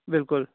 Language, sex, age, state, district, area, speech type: Kashmiri, male, 45-60, Jammu and Kashmir, Budgam, urban, conversation